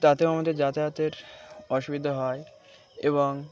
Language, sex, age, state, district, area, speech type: Bengali, male, 18-30, West Bengal, Birbhum, urban, spontaneous